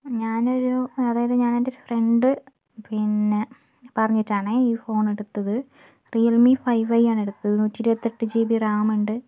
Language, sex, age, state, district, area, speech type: Malayalam, female, 30-45, Kerala, Wayanad, rural, spontaneous